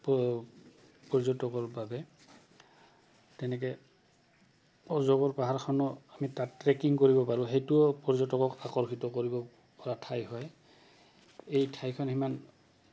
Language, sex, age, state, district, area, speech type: Assamese, male, 45-60, Assam, Goalpara, urban, spontaneous